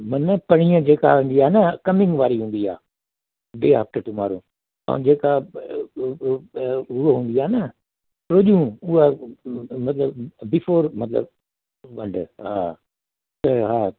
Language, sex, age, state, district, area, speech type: Sindhi, male, 60+, Delhi, South Delhi, rural, conversation